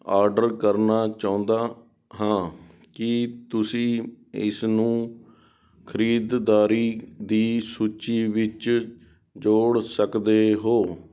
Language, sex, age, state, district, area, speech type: Punjabi, male, 18-30, Punjab, Sangrur, urban, read